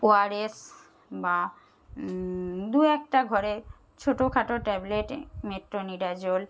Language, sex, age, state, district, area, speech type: Bengali, female, 30-45, West Bengal, Jhargram, rural, spontaneous